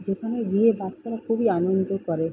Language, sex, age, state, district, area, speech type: Bengali, female, 30-45, West Bengal, Kolkata, urban, spontaneous